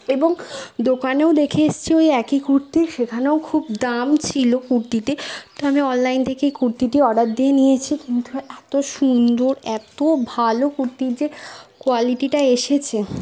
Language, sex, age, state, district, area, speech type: Bengali, female, 18-30, West Bengal, Bankura, urban, spontaneous